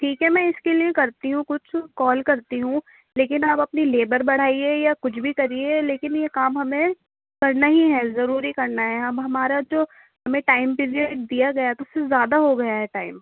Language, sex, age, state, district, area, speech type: Urdu, female, 18-30, Delhi, East Delhi, urban, conversation